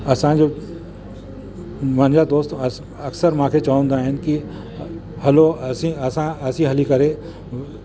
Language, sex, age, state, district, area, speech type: Sindhi, male, 60+, Uttar Pradesh, Lucknow, urban, spontaneous